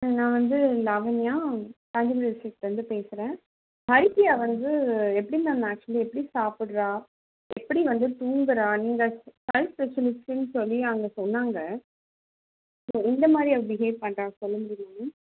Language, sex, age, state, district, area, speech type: Tamil, female, 30-45, Tamil Nadu, Kanchipuram, urban, conversation